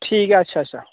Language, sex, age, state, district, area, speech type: Dogri, male, 30-45, Jammu and Kashmir, Udhampur, rural, conversation